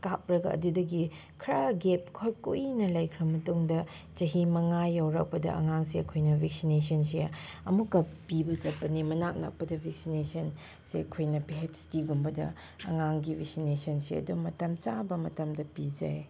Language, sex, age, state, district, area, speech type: Manipuri, female, 30-45, Manipur, Chandel, rural, spontaneous